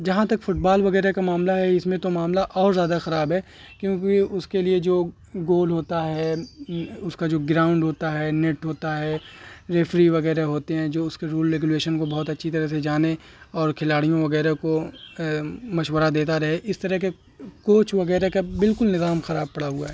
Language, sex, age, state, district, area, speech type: Urdu, male, 30-45, Uttar Pradesh, Azamgarh, rural, spontaneous